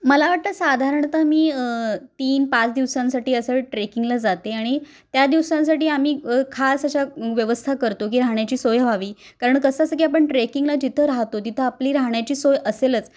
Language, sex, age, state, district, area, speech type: Marathi, female, 30-45, Maharashtra, Kolhapur, urban, spontaneous